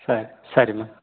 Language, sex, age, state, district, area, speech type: Kannada, male, 18-30, Karnataka, Dharwad, urban, conversation